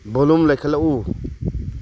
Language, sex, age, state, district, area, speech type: Manipuri, male, 45-60, Manipur, Churachandpur, urban, read